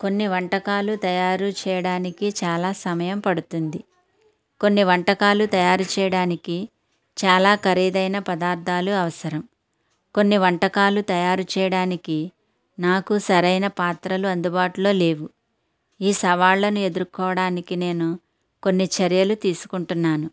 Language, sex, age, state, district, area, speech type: Telugu, female, 60+, Andhra Pradesh, Konaseema, rural, spontaneous